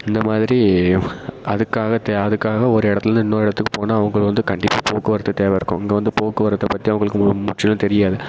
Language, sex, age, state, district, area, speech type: Tamil, male, 18-30, Tamil Nadu, Perambalur, rural, spontaneous